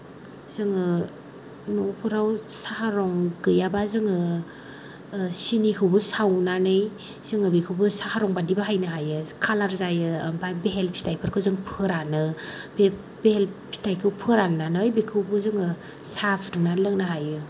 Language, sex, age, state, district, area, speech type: Bodo, female, 30-45, Assam, Kokrajhar, rural, spontaneous